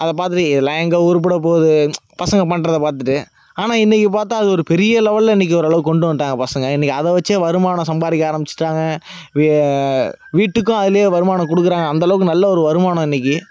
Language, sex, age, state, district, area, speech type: Tamil, male, 18-30, Tamil Nadu, Nagapattinam, rural, spontaneous